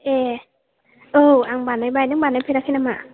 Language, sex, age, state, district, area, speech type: Bodo, female, 18-30, Assam, Chirang, urban, conversation